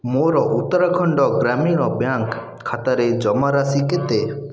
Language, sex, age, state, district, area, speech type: Odia, male, 18-30, Odisha, Puri, urban, read